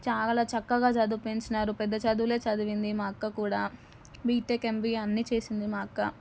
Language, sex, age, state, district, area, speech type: Telugu, female, 18-30, Telangana, Nalgonda, urban, spontaneous